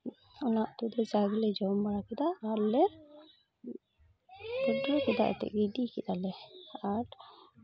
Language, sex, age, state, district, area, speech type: Santali, female, 30-45, West Bengal, Malda, rural, spontaneous